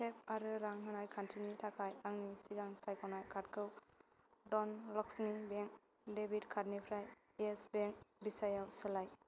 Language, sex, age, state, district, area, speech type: Bodo, female, 18-30, Assam, Kokrajhar, rural, read